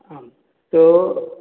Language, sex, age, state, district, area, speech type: Sanskrit, male, 45-60, Rajasthan, Bharatpur, urban, conversation